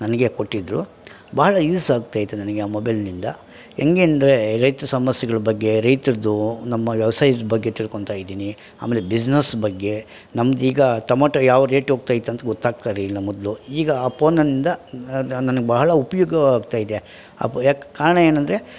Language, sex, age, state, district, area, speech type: Kannada, male, 45-60, Karnataka, Bangalore Rural, rural, spontaneous